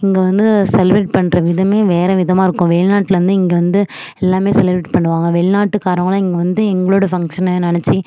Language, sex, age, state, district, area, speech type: Tamil, female, 18-30, Tamil Nadu, Nagapattinam, urban, spontaneous